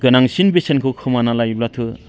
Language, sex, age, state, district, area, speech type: Bodo, male, 45-60, Assam, Udalguri, rural, spontaneous